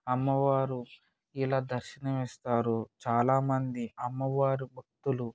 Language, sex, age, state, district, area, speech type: Telugu, male, 18-30, Andhra Pradesh, Eluru, rural, spontaneous